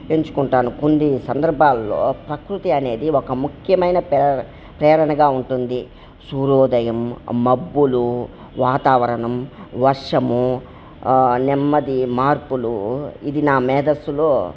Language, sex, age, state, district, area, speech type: Telugu, male, 30-45, Andhra Pradesh, Kadapa, rural, spontaneous